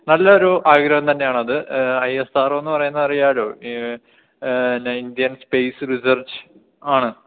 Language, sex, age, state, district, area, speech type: Malayalam, male, 18-30, Kerala, Idukki, urban, conversation